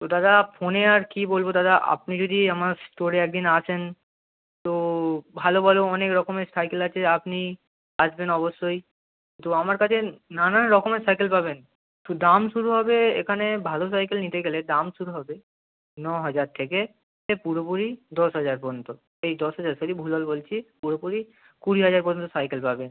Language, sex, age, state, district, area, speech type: Bengali, male, 18-30, West Bengal, North 24 Parganas, urban, conversation